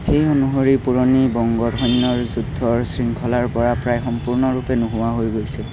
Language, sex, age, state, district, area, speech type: Assamese, male, 18-30, Assam, Kamrup Metropolitan, urban, read